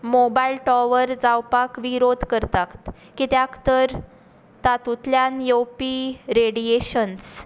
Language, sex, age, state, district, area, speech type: Goan Konkani, female, 18-30, Goa, Tiswadi, rural, spontaneous